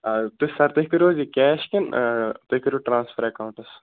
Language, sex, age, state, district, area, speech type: Kashmiri, male, 18-30, Jammu and Kashmir, Baramulla, rural, conversation